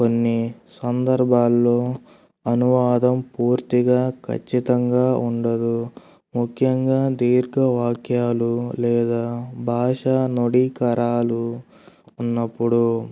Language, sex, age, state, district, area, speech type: Telugu, male, 18-30, Andhra Pradesh, Kurnool, urban, spontaneous